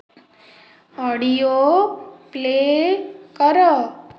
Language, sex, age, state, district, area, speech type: Odia, female, 45-60, Odisha, Dhenkanal, rural, read